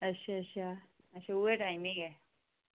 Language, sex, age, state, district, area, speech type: Dogri, female, 30-45, Jammu and Kashmir, Udhampur, urban, conversation